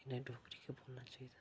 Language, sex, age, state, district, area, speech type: Dogri, male, 30-45, Jammu and Kashmir, Udhampur, rural, spontaneous